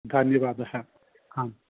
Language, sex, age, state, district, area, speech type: Sanskrit, male, 60+, Andhra Pradesh, Visakhapatnam, urban, conversation